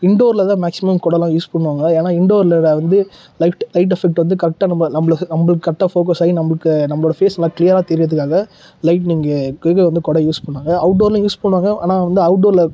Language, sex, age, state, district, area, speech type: Tamil, male, 30-45, Tamil Nadu, Tiruvannamalai, rural, spontaneous